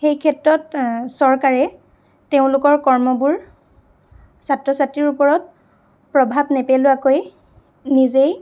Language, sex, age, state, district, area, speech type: Assamese, female, 18-30, Assam, Lakhimpur, rural, spontaneous